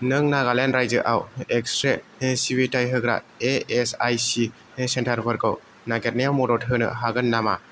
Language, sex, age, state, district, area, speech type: Bodo, male, 18-30, Assam, Kokrajhar, rural, read